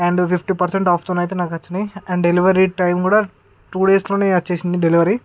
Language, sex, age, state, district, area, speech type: Telugu, male, 18-30, Andhra Pradesh, Visakhapatnam, urban, spontaneous